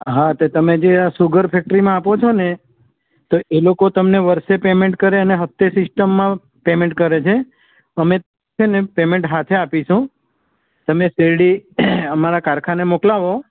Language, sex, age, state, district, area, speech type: Gujarati, male, 45-60, Gujarat, Valsad, rural, conversation